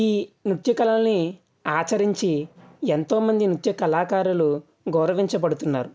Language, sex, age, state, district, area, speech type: Telugu, male, 45-60, Andhra Pradesh, West Godavari, rural, spontaneous